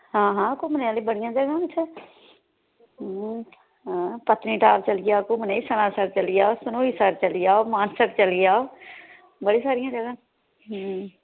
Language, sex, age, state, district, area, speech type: Dogri, female, 30-45, Jammu and Kashmir, Reasi, rural, conversation